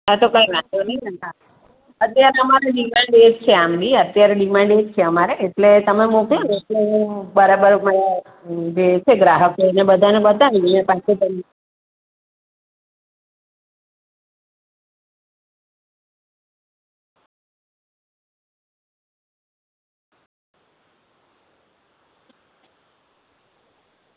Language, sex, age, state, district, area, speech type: Gujarati, female, 45-60, Gujarat, Surat, urban, conversation